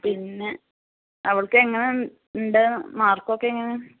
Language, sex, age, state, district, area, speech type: Malayalam, female, 30-45, Kerala, Malappuram, rural, conversation